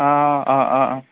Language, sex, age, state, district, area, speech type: Assamese, male, 45-60, Assam, Nagaon, rural, conversation